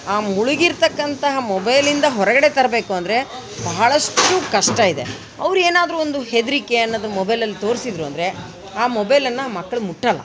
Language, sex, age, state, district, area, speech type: Kannada, female, 45-60, Karnataka, Vijayanagara, rural, spontaneous